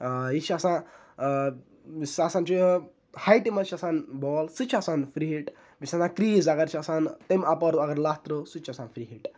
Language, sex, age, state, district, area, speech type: Kashmiri, male, 18-30, Jammu and Kashmir, Ganderbal, rural, spontaneous